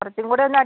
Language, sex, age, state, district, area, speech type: Malayalam, female, 45-60, Kerala, Idukki, rural, conversation